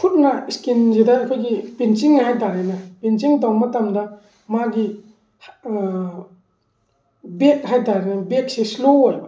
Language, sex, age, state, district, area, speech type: Manipuri, male, 45-60, Manipur, Thoubal, rural, spontaneous